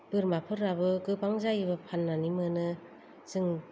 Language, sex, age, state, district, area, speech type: Bodo, female, 45-60, Assam, Kokrajhar, rural, spontaneous